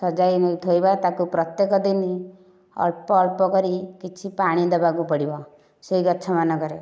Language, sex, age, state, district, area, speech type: Odia, female, 30-45, Odisha, Nayagarh, rural, spontaneous